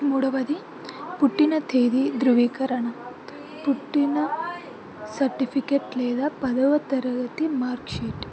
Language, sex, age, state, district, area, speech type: Telugu, female, 18-30, Andhra Pradesh, Anantapur, urban, spontaneous